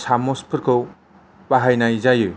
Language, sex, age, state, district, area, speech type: Bodo, male, 18-30, Assam, Chirang, rural, spontaneous